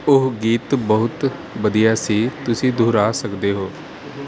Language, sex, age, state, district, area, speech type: Punjabi, male, 30-45, Punjab, Kapurthala, urban, read